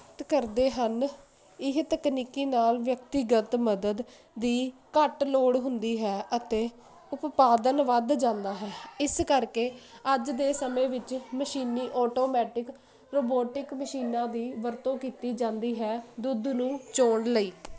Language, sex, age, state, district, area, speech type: Punjabi, female, 18-30, Punjab, Jalandhar, urban, spontaneous